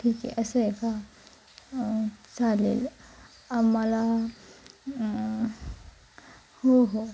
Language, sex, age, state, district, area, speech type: Marathi, female, 18-30, Maharashtra, Sindhudurg, rural, spontaneous